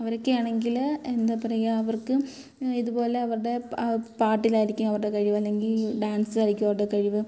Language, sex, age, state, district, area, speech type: Malayalam, female, 18-30, Kerala, Kottayam, urban, spontaneous